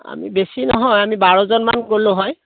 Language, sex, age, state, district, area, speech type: Assamese, male, 60+, Assam, Udalguri, rural, conversation